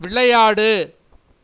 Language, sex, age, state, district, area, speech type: Tamil, male, 60+, Tamil Nadu, Cuddalore, rural, read